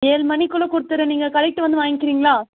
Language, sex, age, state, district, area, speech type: Tamil, female, 18-30, Tamil Nadu, Nilgiris, urban, conversation